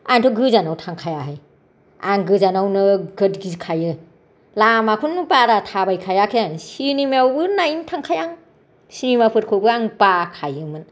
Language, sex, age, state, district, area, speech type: Bodo, female, 60+, Assam, Kokrajhar, rural, spontaneous